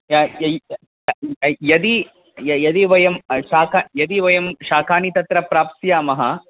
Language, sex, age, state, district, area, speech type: Sanskrit, male, 30-45, Tamil Nadu, Chennai, urban, conversation